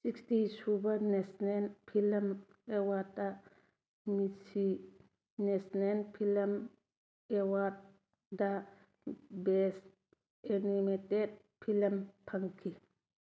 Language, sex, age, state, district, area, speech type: Manipuri, female, 45-60, Manipur, Churachandpur, urban, read